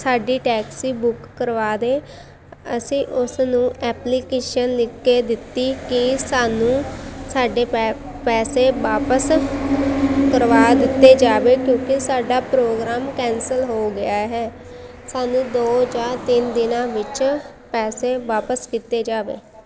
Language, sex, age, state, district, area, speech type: Punjabi, female, 18-30, Punjab, Shaheed Bhagat Singh Nagar, rural, spontaneous